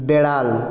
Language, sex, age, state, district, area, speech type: Bengali, male, 18-30, West Bengal, Purulia, urban, read